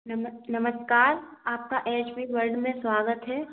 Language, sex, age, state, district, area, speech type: Hindi, female, 45-60, Madhya Pradesh, Gwalior, rural, conversation